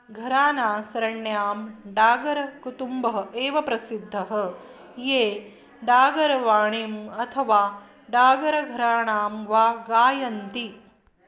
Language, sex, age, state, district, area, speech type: Sanskrit, female, 30-45, Maharashtra, Akola, urban, read